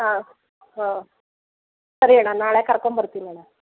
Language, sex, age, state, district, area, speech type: Kannada, female, 30-45, Karnataka, Mysore, rural, conversation